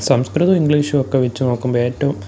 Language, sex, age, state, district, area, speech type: Malayalam, male, 18-30, Kerala, Pathanamthitta, rural, spontaneous